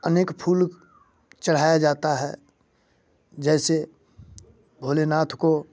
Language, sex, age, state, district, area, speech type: Hindi, male, 30-45, Bihar, Muzaffarpur, rural, spontaneous